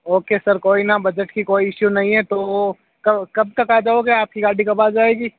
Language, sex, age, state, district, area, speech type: Hindi, male, 18-30, Rajasthan, Nagaur, rural, conversation